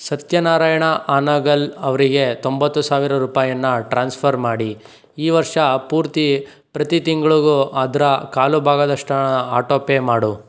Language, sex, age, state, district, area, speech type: Kannada, male, 45-60, Karnataka, Bidar, rural, read